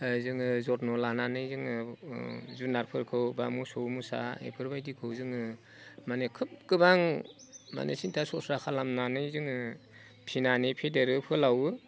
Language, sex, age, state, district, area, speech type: Bodo, male, 45-60, Assam, Udalguri, rural, spontaneous